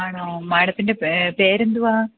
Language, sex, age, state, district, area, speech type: Malayalam, female, 30-45, Kerala, Kollam, rural, conversation